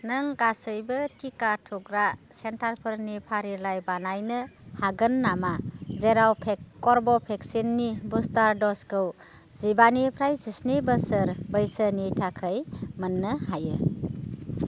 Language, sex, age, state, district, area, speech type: Bodo, female, 45-60, Assam, Baksa, rural, read